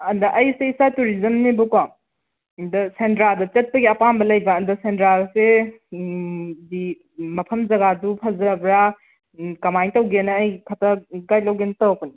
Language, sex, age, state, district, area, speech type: Manipuri, female, 30-45, Manipur, Bishnupur, rural, conversation